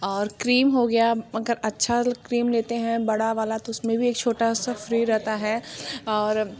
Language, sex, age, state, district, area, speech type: Hindi, female, 45-60, Uttar Pradesh, Mirzapur, rural, spontaneous